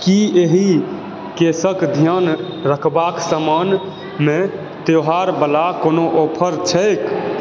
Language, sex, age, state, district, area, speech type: Maithili, male, 18-30, Bihar, Supaul, urban, read